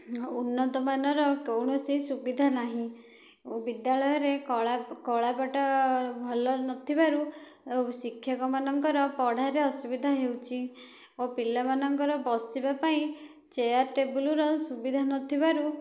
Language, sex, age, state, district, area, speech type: Odia, female, 18-30, Odisha, Dhenkanal, rural, spontaneous